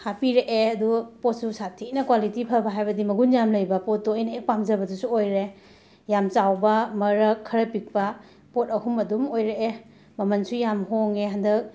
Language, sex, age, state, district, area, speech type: Manipuri, female, 45-60, Manipur, Imphal West, urban, spontaneous